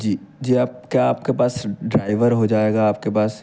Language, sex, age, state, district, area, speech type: Hindi, male, 18-30, Madhya Pradesh, Bhopal, urban, spontaneous